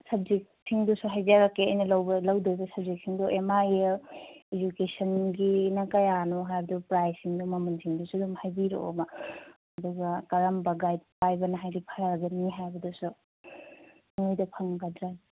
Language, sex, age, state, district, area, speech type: Manipuri, female, 18-30, Manipur, Kakching, rural, conversation